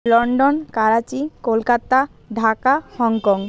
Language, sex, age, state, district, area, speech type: Bengali, female, 18-30, West Bengal, Purba Medinipur, rural, spontaneous